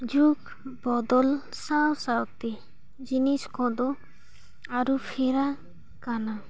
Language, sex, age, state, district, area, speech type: Santali, female, 18-30, West Bengal, Paschim Bardhaman, rural, spontaneous